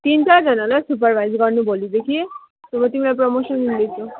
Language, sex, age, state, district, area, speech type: Nepali, female, 30-45, West Bengal, Alipurduar, urban, conversation